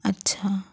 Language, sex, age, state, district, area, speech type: Hindi, female, 45-60, Madhya Pradesh, Bhopal, urban, spontaneous